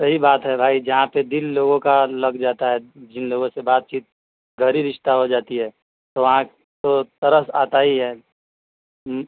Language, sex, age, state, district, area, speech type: Urdu, male, 30-45, Bihar, East Champaran, urban, conversation